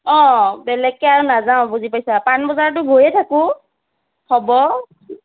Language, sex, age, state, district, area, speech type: Assamese, female, 30-45, Assam, Kamrup Metropolitan, rural, conversation